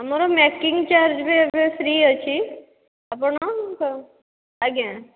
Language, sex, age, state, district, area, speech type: Odia, female, 18-30, Odisha, Dhenkanal, rural, conversation